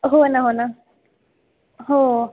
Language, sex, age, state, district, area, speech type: Marathi, female, 45-60, Maharashtra, Buldhana, rural, conversation